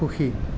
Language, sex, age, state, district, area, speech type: Assamese, male, 18-30, Assam, Nalbari, rural, read